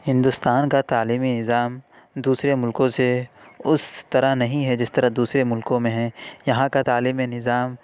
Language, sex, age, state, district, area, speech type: Urdu, male, 30-45, Uttar Pradesh, Lucknow, urban, spontaneous